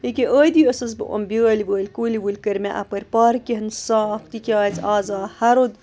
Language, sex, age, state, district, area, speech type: Kashmiri, female, 30-45, Jammu and Kashmir, Bandipora, rural, spontaneous